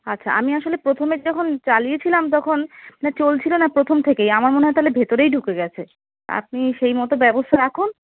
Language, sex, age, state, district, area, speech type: Bengali, female, 30-45, West Bengal, Darjeeling, urban, conversation